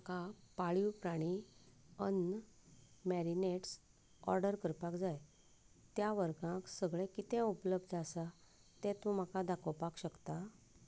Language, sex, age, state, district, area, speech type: Goan Konkani, female, 45-60, Goa, Canacona, rural, read